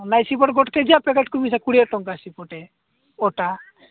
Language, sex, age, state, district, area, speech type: Odia, male, 45-60, Odisha, Nabarangpur, rural, conversation